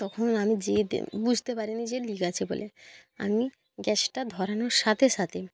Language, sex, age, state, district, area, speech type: Bengali, female, 18-30, West Bengal, North 24 Parganas, rural, spontaneous